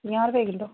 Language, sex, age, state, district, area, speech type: Dogri, female, 45-60, Jammu and Kashmir, Udhampur, rural, conversation